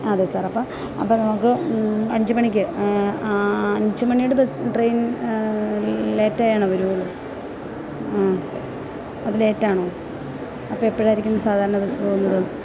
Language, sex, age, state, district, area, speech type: Malayalam, female, 45-60, Kerala, Kottayam, rural, spontaneous